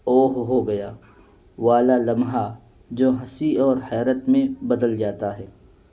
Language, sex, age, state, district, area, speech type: Urdu, male, 18-30, Uttar Pradesh, Balrampur, rural, spontaneous